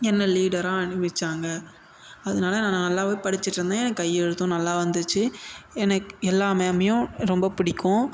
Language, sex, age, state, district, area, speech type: Tamil, male, 18-30, Tamil Nadu, Tiruvannamalai, urban, spontaneous